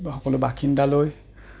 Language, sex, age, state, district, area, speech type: Assamese, male, 30-45, Assam, Goalpara, urban, spontaneous